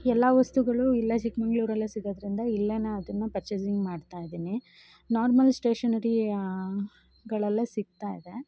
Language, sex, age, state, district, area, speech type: Kannada, female, 18-30, Karnataka, Chikkamagaluru, rural, spontaneous